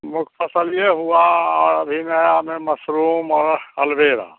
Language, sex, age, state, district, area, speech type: Hindi, male, 60+, Bihar, Samastipur, rural, conversation